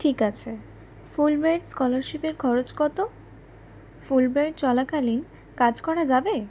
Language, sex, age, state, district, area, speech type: Bengali, female, 18-30, West Bengal, Howrah, urban, read